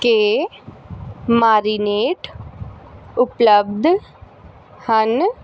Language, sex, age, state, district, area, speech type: Punjabi, female, 18-30, Punjab, Gurdaspur, urban, read